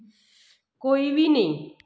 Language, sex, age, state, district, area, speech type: Dogri, female, 30-45, Jammu and Kashmir, Kathua, rural, read